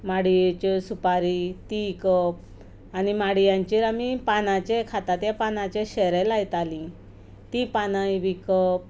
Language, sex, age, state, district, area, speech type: Goan Konkani, female, 45-60, Goa, Ponda, rural, spontaneous